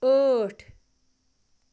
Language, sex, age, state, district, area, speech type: Kashmiri, female, 30-45, Jammu and Kashmir, Budgam, rural, read